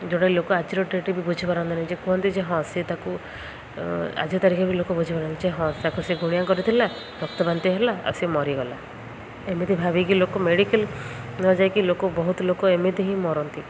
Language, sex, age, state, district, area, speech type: Odia, female, 18-30, Odisha, Ganjam, urban, spontaneous